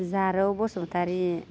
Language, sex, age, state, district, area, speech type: Bodo, female, 18-30, Assam, Baksa, rural, spontaneous